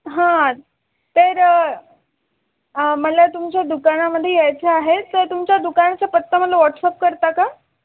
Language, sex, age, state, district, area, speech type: Marathi, female, 18-30, Maharashtra, Osmanabad, rural, conversation